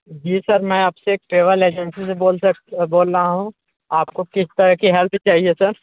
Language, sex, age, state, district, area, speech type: Hindi, male, 45-60, Uttar Pradesh, Sonbhadra, rural, conversation